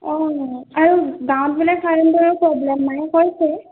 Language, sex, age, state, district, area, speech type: Assamese, female, 60+, Assam, Nagaon, rural, conversation